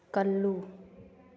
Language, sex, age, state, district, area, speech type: Manipuri, female, 30-45, Manipur, Kakching, rural, read